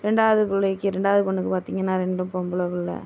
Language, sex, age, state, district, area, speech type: Tamil, female, 60+, Tamil Nadu, Tiruvarur, rural, spontaneous